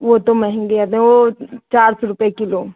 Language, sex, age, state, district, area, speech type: Hindi, female, 45-60, Uttar Pradesh, Ayodhya, rural, conversation